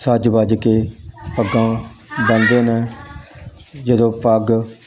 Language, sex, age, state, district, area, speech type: Punjabi, male, 45-60, Punjab, Pathankot, rural, spontaneous